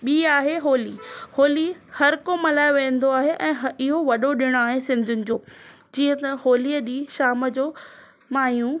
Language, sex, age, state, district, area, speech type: Sindhi, female, 30-45, Maharashtra, Thane, urban, spontaneous